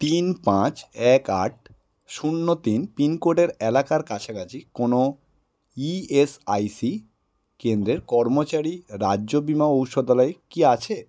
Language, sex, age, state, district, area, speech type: Bengali, male, 18-30, West Bengal, Howrah, urban, read